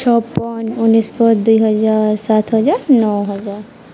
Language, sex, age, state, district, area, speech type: Odia, female, 18-30, Odisha, Nuapada, urban, spontaneous